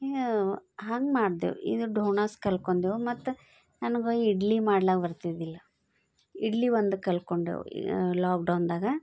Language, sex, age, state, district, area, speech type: Kannada, female, 30-45, Karnataka, Bidar, urban, spontaneous